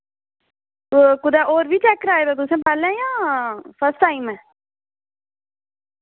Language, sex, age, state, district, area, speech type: Dogri, female, 30-45, Jammu and Kashmir, Udhampur, rural, conversation